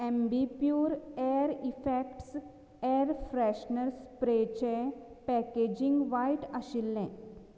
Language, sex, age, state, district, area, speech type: Goan Konkani, female, 30-45, Goa, Canacona, rural, read